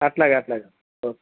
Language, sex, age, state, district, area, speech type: Telugu, male, 60+, Andhra Pradesh, Krishna, rural, conversation